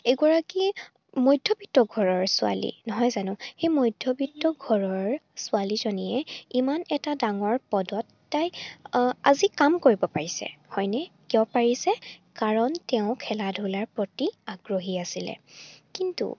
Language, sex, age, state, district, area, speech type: Assamese, female, 18-30, Assam, Charaideo, rural, spontaneous